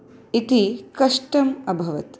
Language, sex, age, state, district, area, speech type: Sanskrit, female, 30-45, Karnataka, Udupi, urban, spontaneous